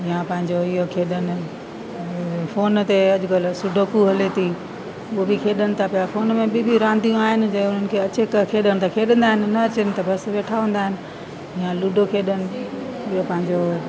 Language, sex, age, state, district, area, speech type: Sindhi, female, 60+, Delhi, South Delhi, rural, spontaneous